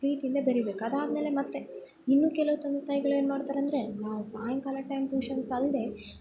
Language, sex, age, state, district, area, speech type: Kannada, female, 18-30, Karnataka, Bellary, rural, spontaneous